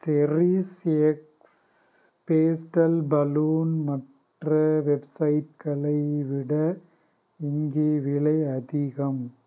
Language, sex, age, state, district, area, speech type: Tamil, male, 45-60, Tamil Nadu, Pudukkottai, rural, read